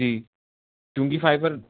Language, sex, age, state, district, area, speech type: Urdu, male, 18-30, Uttar Pradesh, Rampur, urban, conversation